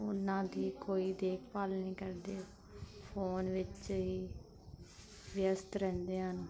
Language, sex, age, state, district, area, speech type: Punjabi, female, 18-30, Punjab, Mansa, rural, spontaneous